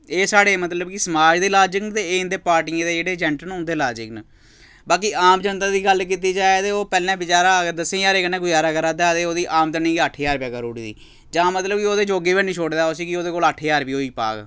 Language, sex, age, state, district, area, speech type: Dogri, male, 30-45, Jammu and Kashmir, Samba, rural, spontaneous